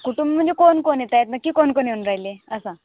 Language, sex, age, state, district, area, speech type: Marathi, female, 18-30, Maharashtra, Gondia, rural, conversation